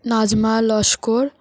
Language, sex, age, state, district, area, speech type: Bengali, female, 18-30, West Bengal, Dakshin Dinajpur, urban, spontaneous